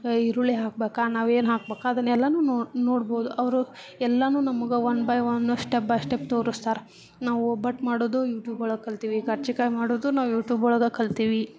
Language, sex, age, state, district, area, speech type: Kannada, female, 30-45, Karnataka, Gadag, rural, spontaneous